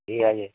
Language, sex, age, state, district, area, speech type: Bengali, male, 45-60, West Bengal, Darjeeling, rural, conversation